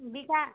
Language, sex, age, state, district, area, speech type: Odia, female, 30-45, Odisha, Kalahandi, rural, conversation